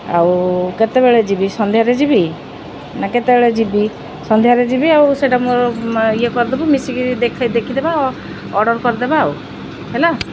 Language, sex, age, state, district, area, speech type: Odia, female, 45-60, Odisha, Sundergarh, urban, spontaneous